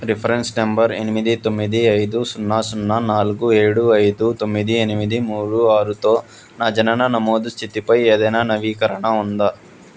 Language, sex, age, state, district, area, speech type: Telugu, male, 18-30, Andhra Pradesh, Krishna, urban, read